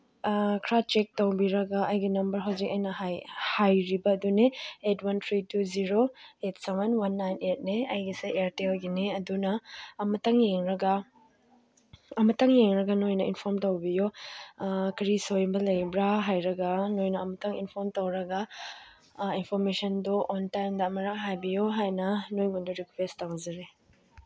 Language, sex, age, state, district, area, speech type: Manipuri, female, 18-30, Manipur, Chandel, rural, spontaneous